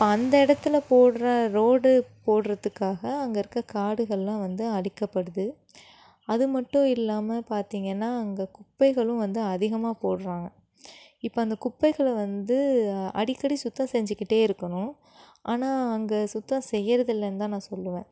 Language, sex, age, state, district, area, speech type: Tamil, female, 18-30, Tamil Nadu, Nagapattinam, rural, spontaneous